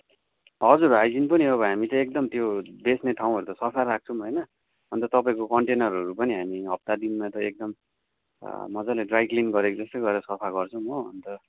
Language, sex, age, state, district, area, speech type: Nepali, male, 45-60, West Bengal, Darjeeling, rural, conversation